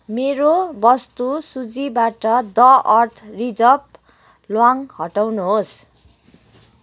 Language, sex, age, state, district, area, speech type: Nepali, female, 45-60, West Bengal, Kalimpong, rural, read